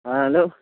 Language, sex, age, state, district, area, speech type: Urdu, male, 30-45, Uttar Pradesh, Lucknow, urban, conversation